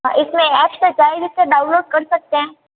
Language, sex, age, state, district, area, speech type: Hindi, female, 18-30, Rajasthan, Jodhpur, urban, conversation